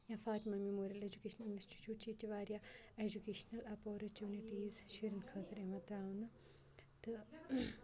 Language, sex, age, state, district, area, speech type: Kashmiri, female, 18-30, Jammu and Kashmir, Kupwara, rural, spontaneous